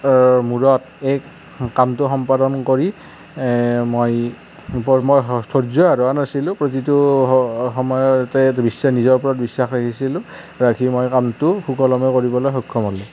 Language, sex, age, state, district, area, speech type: Assamese, male, 18-30, Assam, Nalbari, rural, spontaneous